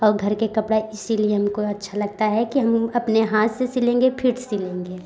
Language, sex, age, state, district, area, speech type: Hindi, female, 18-30, Uttar Pradesh, Prayagraj, urban, spontaneous